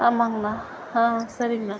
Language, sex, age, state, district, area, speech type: Tamil, female, 60+, Tamil Nadu, Mayiladuthurai, urban, spontaneous